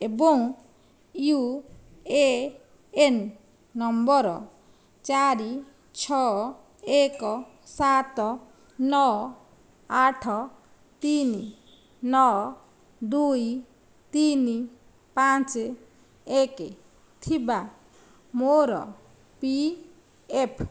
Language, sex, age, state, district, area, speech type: Odia, female, 45-60, Odisha, Nayagarh, rural, read